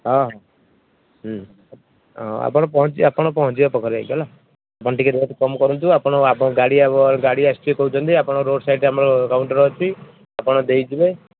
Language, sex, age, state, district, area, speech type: Odia, male, 30-45, Odisha, Kendujhar, urban, conversation